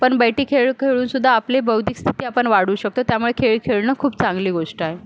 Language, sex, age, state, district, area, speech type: Marathi, female, 18-30, Maharashtra, Solapur, urban, spontaneous